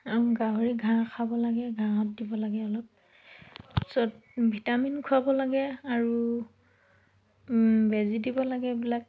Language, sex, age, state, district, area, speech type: Assamese, female, 30-45, Assam, Dhemaji, rural, spontaneous